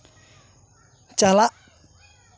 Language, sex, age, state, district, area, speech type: Santali, male, 18-30, West Bengal, Bankura, rural, read